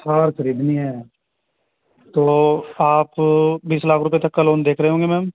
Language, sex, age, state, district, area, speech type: Urdu, male, 30-45, Uttar Pradesh, Muzaffarnagar, urban, conversation